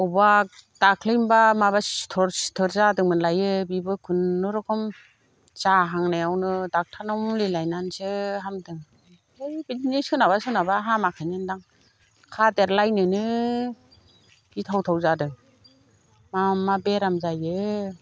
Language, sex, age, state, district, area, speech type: Bodo, female, 60+, Assam, Chirang, rural, spontaneous